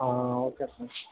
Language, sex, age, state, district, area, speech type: Kannada, male, 18-30, Karnataka, Kolar, rural, conversation